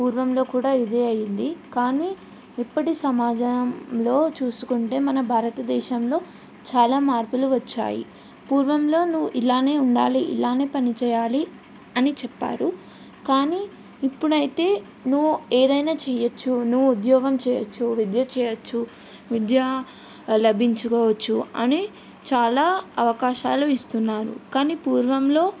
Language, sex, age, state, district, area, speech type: Telugu, female, 18-30, Telangana, Yadadri Bhuvanagiri, urban, spontaneous